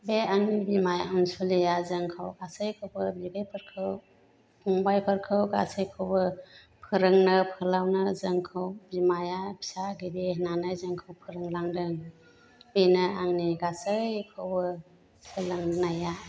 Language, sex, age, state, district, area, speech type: Bodo, female, 60+, Assam, Chirang, rural, spontaneous